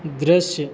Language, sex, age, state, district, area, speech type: Hindi, male, 30-45, Madhya Pradesh, Hoshangabad, rural, read